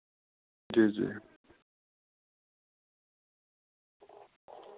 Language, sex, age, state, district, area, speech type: Dogri, male, 30-45, Jammu and Kashmir, Reasi, rural, conversation